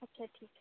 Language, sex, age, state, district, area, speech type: Hindi, female, 18-30, Madhya Pradesh, Betul, urban, conversation